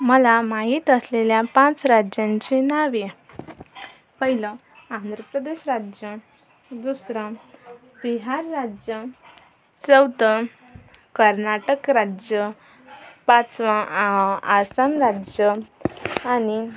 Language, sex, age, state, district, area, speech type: Marathi, female, 18-30, Maharashtra, Amravati, urban, spontaneous